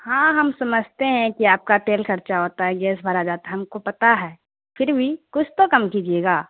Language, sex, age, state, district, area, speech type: Urdu, female, 30-45, Bihar, Darbhanga, rural, conversation